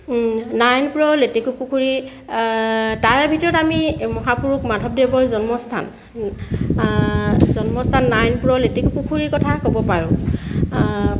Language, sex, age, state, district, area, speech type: Assamese, female, 45-60, Assam, Lakhimpur, rural, spontaneous